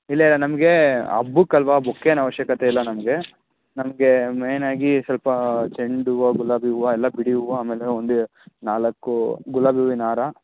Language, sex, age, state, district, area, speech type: Kannada, male, 18-30, Karnataka, Tumkur, urban, conversation